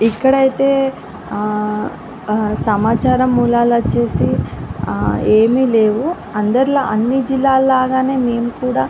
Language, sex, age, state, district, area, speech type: Telugu, female, 18-30, Andhra Pradesh, Srikakulam, rural, spontaneous